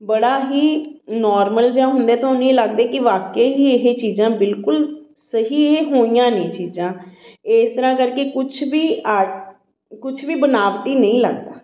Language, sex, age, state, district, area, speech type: Punjabi, female, 45-60, Punjab, Patiala, urban, spontaneous